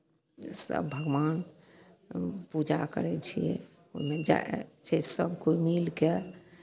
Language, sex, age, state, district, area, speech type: Maithili, female, 60+, Bihar, Madhepura, urban, spontaneous